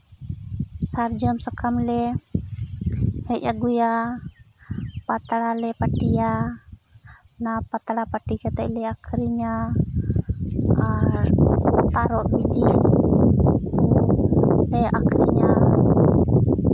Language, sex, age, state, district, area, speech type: Santali, female, 30-45, West Bengal, Purba Bardhaman, rural, spontaneous